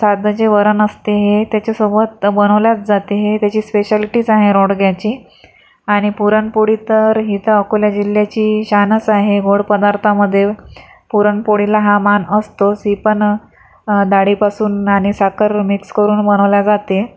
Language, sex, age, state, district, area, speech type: Marathi, female, 45-60, Maharashtra, Akola, urban, spontaneous